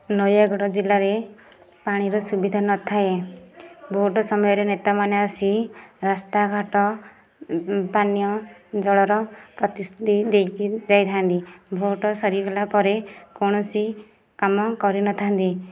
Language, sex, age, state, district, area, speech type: Odia, female, 30-45, Odisha, Nayagarh, rural, spontaneous